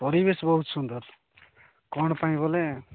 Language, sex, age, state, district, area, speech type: Odia, male, 45-60, Odisha, Nabarangpur, rural, conversation